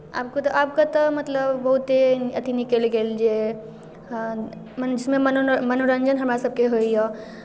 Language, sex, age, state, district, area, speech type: Maithili, female, 18-30, Bihar, Darbhanga, rural, spontaneous